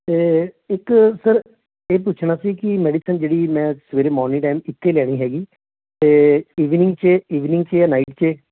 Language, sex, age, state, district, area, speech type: Punjabi, male, 45-60, Punjab, Patiala, urban, conversation